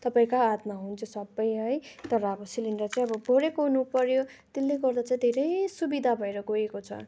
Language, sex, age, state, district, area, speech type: Nepali, female, 18-30, West Bengal, Darjeeling, rural, spontaneous